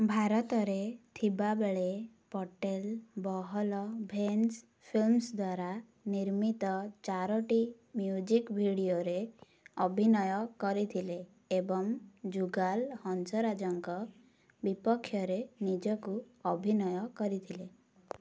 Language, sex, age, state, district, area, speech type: Odia, female, 18-30, Odisha, Ganjam, urban, read